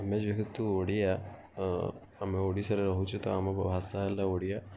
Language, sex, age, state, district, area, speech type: Odia, female, 18-30, Odisha, Kendujhar, urban, spontaneous